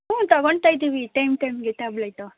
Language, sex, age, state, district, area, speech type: Kannada, female, 18-30, Karnataka, Mysore, urban, conversation